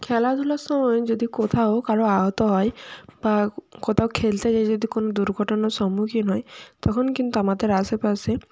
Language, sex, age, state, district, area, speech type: Bengali, female, 18-30, West Bengal, Jalpaiguri, rural, spontaneous